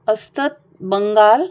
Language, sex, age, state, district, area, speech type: Goan Konkani, female, 45-60, Goa, Salcete, rural, read